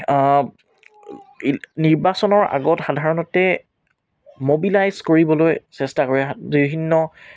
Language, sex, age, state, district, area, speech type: Assamese, male, 18-30, Assam, Tinsukia, rural, spontaneous